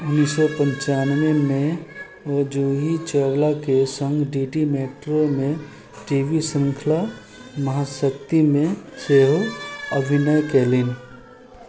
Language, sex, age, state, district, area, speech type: Maithili, male, 18-30, Bihar, Sitamarhi, rural, read